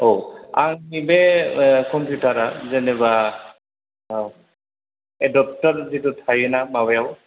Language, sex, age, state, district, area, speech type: Bodo, male, 45-60, Assam, Kokrajhar, rural, conversation